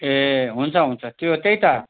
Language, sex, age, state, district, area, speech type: Nepali, male, 60+, West Bengal, Kalimpong, rural, conversation